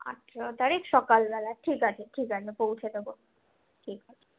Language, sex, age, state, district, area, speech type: Bengali, female, 18-30, West Bengal, Kolkata, urban, conversation